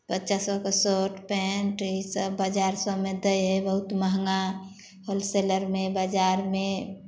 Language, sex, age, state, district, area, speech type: Maithili, female, 30-45, Bihar, Samastipur, urban, spontaneous